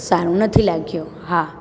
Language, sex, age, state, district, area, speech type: Gujarati, female, 30-45, Gujarat, Surat, rural, spontaneous